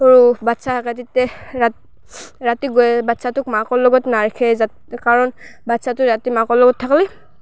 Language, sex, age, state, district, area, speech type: Assamese, female, 18-30, Assam, Barpeta, rural, spontaneous